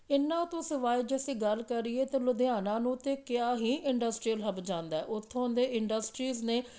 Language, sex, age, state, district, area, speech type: Punjabi, female, 45-60, Punjab, Amritsar, urban, spontaneous